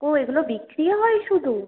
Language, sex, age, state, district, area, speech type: Bengali, female, 18-30, West Bengal, Purulia, urban, conversation